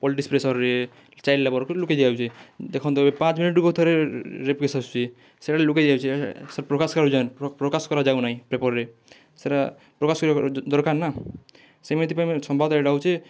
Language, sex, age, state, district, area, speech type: Odia, male, 18-30, Odisha, Kalahandi, rural, spontaneous